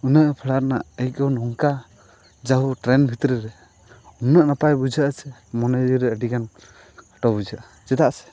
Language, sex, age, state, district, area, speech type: Santali, male, 45-60, Odisha, Mayurbhanj, rural, spontaneous